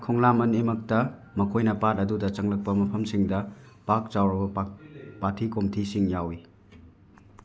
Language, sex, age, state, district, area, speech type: Manipuri, male, 45-60, Manipur, Imphal West, rural, read